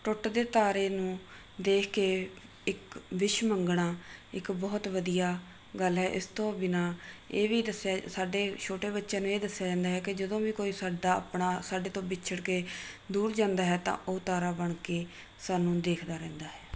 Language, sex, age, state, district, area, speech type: Punjabi, female, 30-45, Punjab, Rupnagar, rural, spontaneous